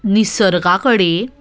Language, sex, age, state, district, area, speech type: Goan Konkani, female, 18-30, Goa, Salcete, urban, spontaneous